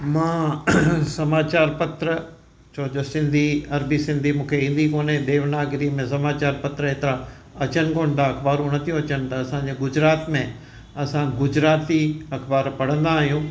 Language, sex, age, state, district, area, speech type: Sindhi, male, 60+, Gujarat, Kutch, rural, spontaneous